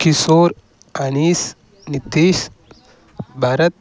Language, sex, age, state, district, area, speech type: Tamil, male, 18-30, Tamil Nadu, Kallakurichi, rural, spontaneous